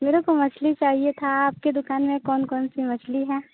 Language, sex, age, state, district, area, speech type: Hindi, female, 45-60, Uttar Pradesh, Sonbhadra, rural, conversation